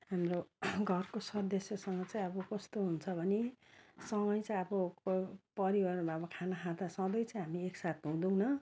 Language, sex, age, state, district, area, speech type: Nepali, female, 60+, West Bengal, Darjeeling, rural, spontaneous